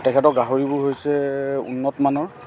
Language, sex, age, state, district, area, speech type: Assamese, male, 45-60, Assam, Charaideo, urban, spontaneous